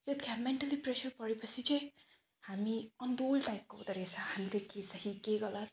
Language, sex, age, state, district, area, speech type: Nepali, female, 30-45, West Bengal, Alipurduar, urban, spontaneous